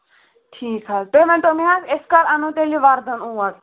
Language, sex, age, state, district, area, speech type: Kashmiri, male, 18-30, Jammu and Kashmir, Kulgam, rural, conversation